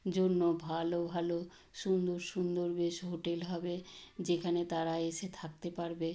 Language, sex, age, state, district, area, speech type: Bengali, female, 60+, West Bengal, Purba Medinipur, rural, spontaneous